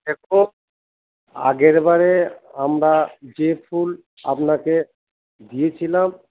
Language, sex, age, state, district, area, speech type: Bengali, male, 60+, West Bengal, Purba Bardhaman, urban, conversation